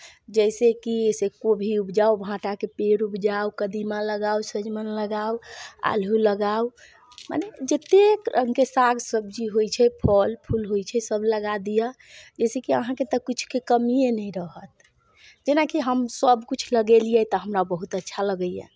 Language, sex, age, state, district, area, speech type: Maithili, female, 45-60, Bihar, Muzaffarpur, rural, spontaneous